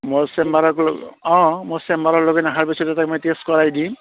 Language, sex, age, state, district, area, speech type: Assamese, male, 45-60, Assam, Barpeta, rural, conversation